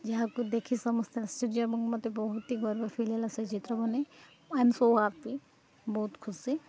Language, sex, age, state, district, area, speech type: Odia, female, 30-45, Odisha, Koraput, urban, spontaneous